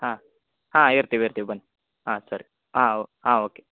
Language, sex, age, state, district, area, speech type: Kannada, male, 18-30, Karnataka, Shimoga, rural, conversation